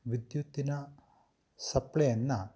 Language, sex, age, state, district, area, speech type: Kannada, male, 45-60, Karnataka, Kolar, urban, spontaneous